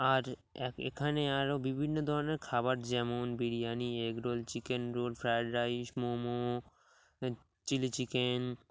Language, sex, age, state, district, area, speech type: Bengali, male, 18-30, West Bengal, Dakshin Dinajpur, urban, spontaneous